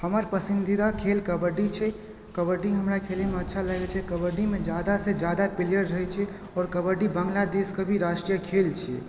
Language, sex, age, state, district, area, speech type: Maithili, male, 18-30, Bihar, Supaul, rural, spontaneous